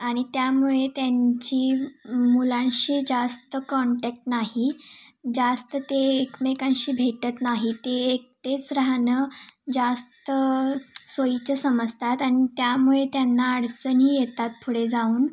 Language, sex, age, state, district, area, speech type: Marathi, female, 18-30, Maharashtra, Sangli, urban, spontaneous